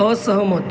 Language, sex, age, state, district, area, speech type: Marathi, male, 30-45, Maharashtra, Mumbai Suburban, urban, read